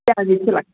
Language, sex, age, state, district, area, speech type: Marathi, female, 60+, Maharashtra, Pune, urban, conversation